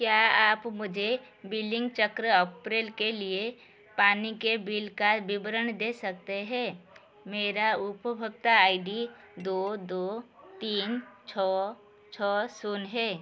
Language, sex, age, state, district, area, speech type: Hindi, female, 45-60, Madhya Pradesh, Chhindwara, rural, read